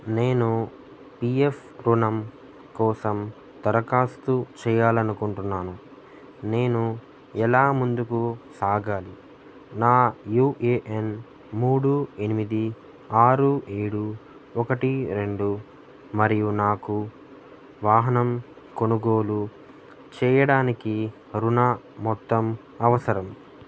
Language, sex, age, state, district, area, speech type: Telugu, male, 18-30, Andhra Pradesh, Nellore, rural, read